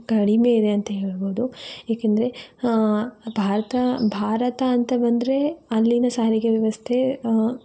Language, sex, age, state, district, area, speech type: Kannada, female, 30-45, Karnataka, Tumkur, rural, spontaneous